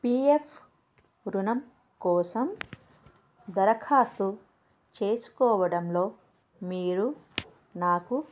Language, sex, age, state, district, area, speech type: Telugu, female, 18-30, Andhra Pradesh, Krishna, urban, read